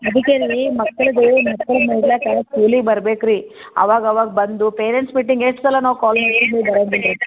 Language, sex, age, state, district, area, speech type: Kannada, female, 45-60, Karnataka, Gulbarga, urban, conversation